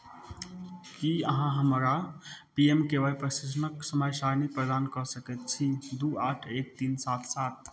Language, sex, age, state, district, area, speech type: Maithili, male, 30-45, Bihar, Madhubani, rural, read